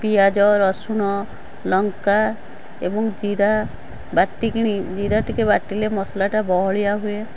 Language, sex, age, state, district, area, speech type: Odia, female, 45-60, Odisha, Cuttack, urban, spontaneous